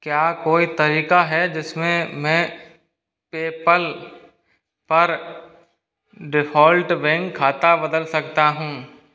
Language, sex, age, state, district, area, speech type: Hindi, male, 30-45, Rajasthan, Jaipur, urban, read